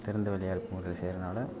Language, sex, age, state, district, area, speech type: Tamil, male, 18-30, Tamil Nadu, Ariyalur, rural, spontaneous